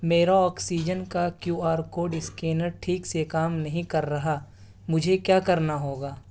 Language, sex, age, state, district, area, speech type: Urdu, male, 18-30, Delhi, South Delhi, urban, read